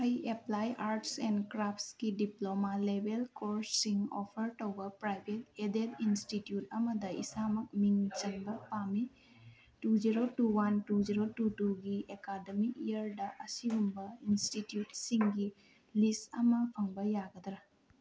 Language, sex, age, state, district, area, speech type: Manipuri, female, 18-30, Manipur, Bishnupur, rural, read